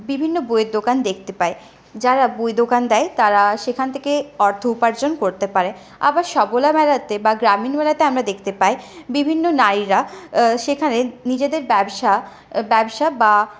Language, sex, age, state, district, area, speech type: Bengali, female, 30-45, West Bengal, Purulia, urban, spontaneous